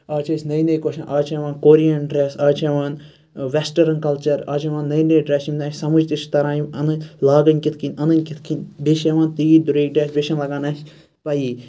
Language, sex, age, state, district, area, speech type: Kashmiri, male, 18-30, Jammu and Kashmir, Ganderbal, rural, spontaneous